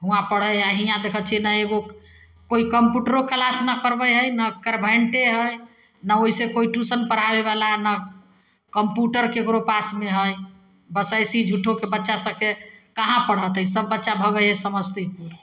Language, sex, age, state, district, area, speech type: Maithili, female, 45-60, Bihar, Samastipur, rural, spontaneous